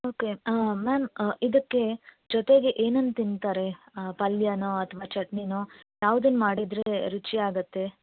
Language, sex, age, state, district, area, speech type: Kannada, female, 18-30, Karnataka, Shimoga, rural, conversation